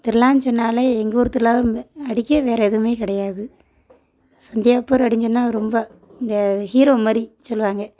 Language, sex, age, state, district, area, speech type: Tamil, female, 30-45, Tamil Nadu, Thoothukudi, rural, spontaneous